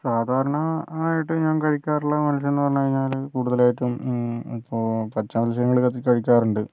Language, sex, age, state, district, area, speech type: Malayalam, male, 60+, Kerala, Wayanad, rural, spontaneous